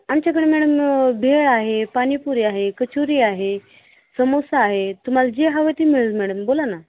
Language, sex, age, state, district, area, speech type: Marathi, female, 30-45, Maharashtra, Osmanabad, rural, conversation